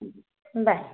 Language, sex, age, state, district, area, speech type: Marathi, female, 30-45, Maharashtra, Yavatmal, rural, conversation